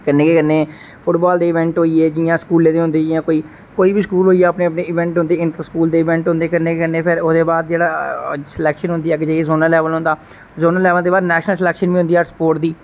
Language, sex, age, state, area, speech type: Dogri, male, 18-30, Jammu and Kashmir, rural, spontaneous